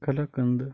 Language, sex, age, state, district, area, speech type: Marathi, male, 18-30, Maharashtra, Hingoli, urban, spontaneous